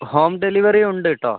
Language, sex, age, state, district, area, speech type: Malayalam, male, 30-45, Kerala, Wayanad, rural, conversation